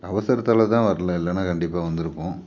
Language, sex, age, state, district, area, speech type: Tamil, male, 30-45, Tamil Nadu, Tiruchirappalli, rural, spontaneous